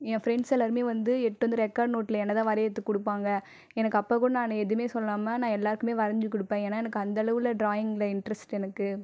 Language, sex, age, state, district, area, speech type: Tamil, female, 18-30, Tamil Nadu, Viluppuram, urban, spontaneous